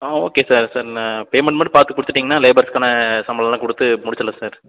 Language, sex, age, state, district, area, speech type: Tamil, male, 18-30, Tamil Nadu, Tiruppur, rural, conversation